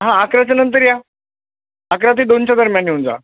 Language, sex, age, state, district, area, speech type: Marathi, male, 30-45, Maharashtra, Nanded, rural, conversation